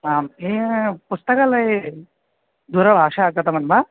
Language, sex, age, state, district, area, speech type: Sanskrit, male, 18-30, Assam, Kokrajhar, rural, conversation